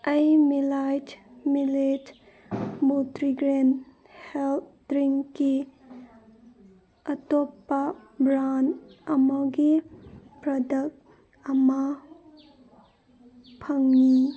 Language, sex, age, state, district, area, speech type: Manipuri, female, 30-45, Manipur, Senapati, rural, read